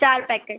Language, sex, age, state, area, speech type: Gujarati, female, 18-30, Gujarat, urban, conversation